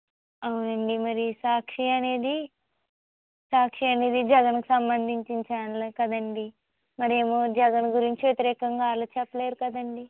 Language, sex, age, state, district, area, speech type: Telugu, female, 18-30, Andhra Pradesh, Konaseema, rural, conversation